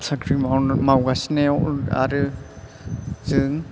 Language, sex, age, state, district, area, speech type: Bodo, male, 18-30, Assam, Chirang, urban, spontaneous